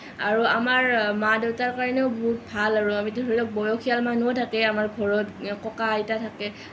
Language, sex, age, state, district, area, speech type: Assamese, female, 18-30, Assam, Nalbari, rural, spontaneous